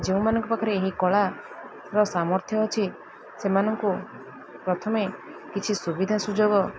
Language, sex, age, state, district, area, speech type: Odia, female, 30-45, Odisha, Koraput, urban, spontaneous